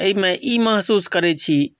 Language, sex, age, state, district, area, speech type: Maithili, male, 30-45, Bihar, Madhubani, rural, spontaneous